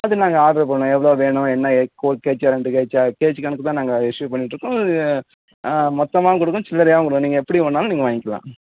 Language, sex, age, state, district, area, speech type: Tamil, male, 60+, Tamil Nadu, Tenkasi, urban, conversation